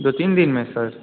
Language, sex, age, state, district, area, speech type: Hindi, male, 18-30, Uttar Pradesh, Mirzapur, rural, conversation